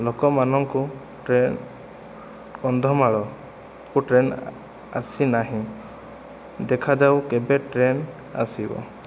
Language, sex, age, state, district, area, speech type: Odia, male, 45-60, Odisha, Kandhamal, rural, spontaneous